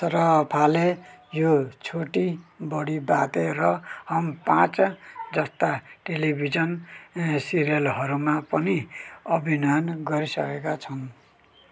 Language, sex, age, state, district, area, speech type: Nepali, male, 45-60, West Bengal, Darjeeling, rural, read